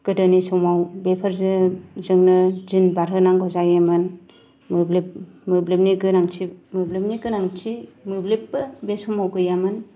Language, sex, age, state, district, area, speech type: Bodo, female, 30-45, Assam, Kokrajhar, rural, spontaneous